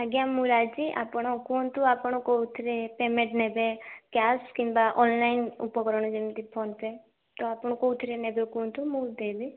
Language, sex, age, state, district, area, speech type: Odia, female, 18-30, Odisha, Balasore, rural, conversation